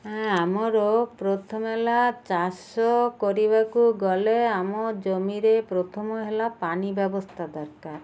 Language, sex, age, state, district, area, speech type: Odia, female, 45-60, Odisha, Malkangiri, urban, spontaneous